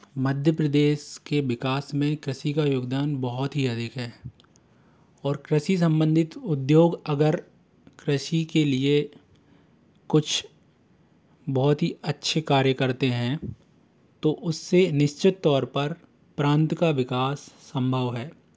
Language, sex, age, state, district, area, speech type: Hindi, male, 18-30, Madhya Pradesh, Bhopal, urban, spontaneous